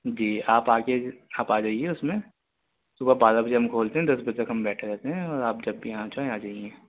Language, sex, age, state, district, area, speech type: Urdu, male, 18-30, Delhi, Central Delhi, urban, conversation